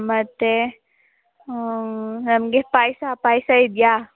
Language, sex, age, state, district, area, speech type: Kannada, female, 18-30, Karnataka, Mandya, rural, conversation